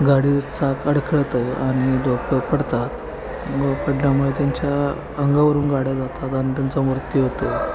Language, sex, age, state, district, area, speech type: Marathi, male, 18-30, Maharashtra, Kolhapur, urban, spontaneous